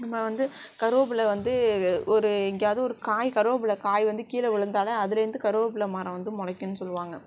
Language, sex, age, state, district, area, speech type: Tamil, female, 60+, Tamil Nadu, Sivaganga, rural, spontaneous